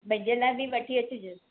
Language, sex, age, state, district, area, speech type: Sindhi, female, 60+, Maharashtra, Mumbai Suburban, urban, conversation